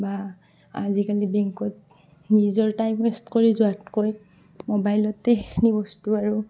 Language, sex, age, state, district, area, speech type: Assamese, female, 18-30, Assam, Barpeta, rural, spontaneous